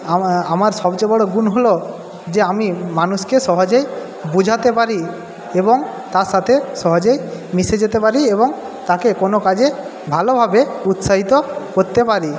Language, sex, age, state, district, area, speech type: Bengali, male, 45-60, West Bengal, Jhargram, rural, spontaneous